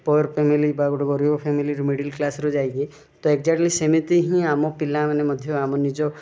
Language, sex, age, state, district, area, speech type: Odia, male, 18-30, Odisha, Rayagada, rural, spontaneous